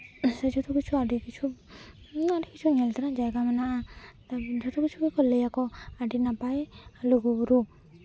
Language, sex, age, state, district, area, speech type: Santali, female, 18-30, West Bengal, Jhargram, rural, spontaneous